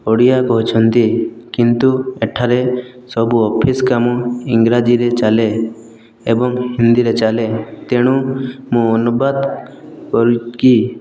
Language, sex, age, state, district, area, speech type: Odia, male, 18-30, Odisha, Boudh, rural, spontaneous